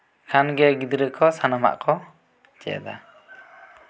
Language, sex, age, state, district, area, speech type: Santali, male, 18-30, West Bengal, Bankura, rural, spontaneous